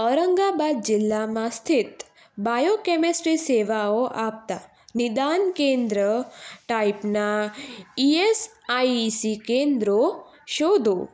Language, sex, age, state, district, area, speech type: Gujarati, female, 18-30, Gujarat, Surat, urban, read